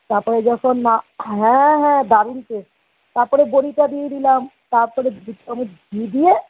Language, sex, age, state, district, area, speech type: Bengali, female, 60+, West Bengal, Kolkata, urban, conversation